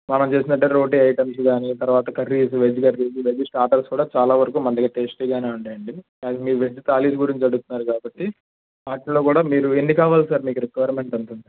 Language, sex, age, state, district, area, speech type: Telugu, male, 30-45, Andhra Pradesh, N T Rama Rao, rural, conversation